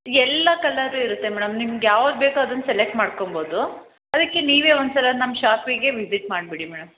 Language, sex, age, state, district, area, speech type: Kannada, female, 30-45, Karnataka, Hassan, urban, conversation